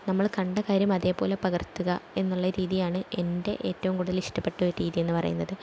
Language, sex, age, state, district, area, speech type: Malayalam, female, 18-30, Kerala, Thrissur, urban, spontaneous